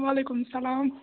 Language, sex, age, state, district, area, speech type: Kashmiri, female, 18-30, Jammu and Kashmir, Kupwara, rural, conversation